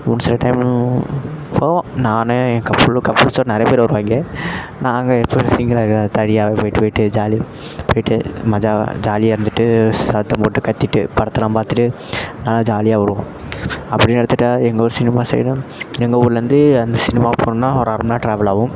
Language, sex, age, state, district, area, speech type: Tamil, male, 18-30, Tamil Nadu, Perambalur, rural, spontaneous